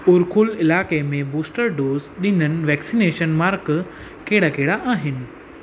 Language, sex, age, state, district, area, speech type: Sindhi, male, 18-30, Gujarat, Surat, urban, read